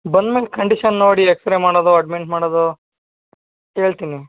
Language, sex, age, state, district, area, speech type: Kannada, male, 18-30, Karnataka, Davanagere, rural, conversation